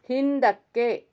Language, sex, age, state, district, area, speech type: Kannada, female, 60+, Karnataka, Shimoga, rural, read